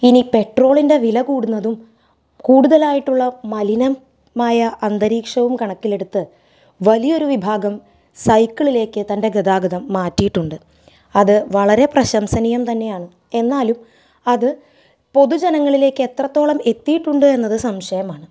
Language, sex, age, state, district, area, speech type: Malayalam, female, 30-45, Kerala, Thrissur, urban, spontaneous